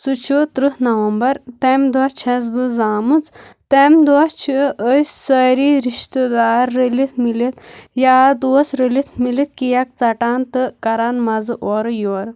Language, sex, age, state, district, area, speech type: Kashmiri, female, 18-30, Jammu and Kashmir, Kulgam, rural, spontaneous